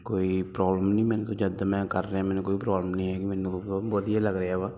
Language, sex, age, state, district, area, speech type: Punjabi, male, 30-45, Punjab, Ludhiana, urban, spontaneous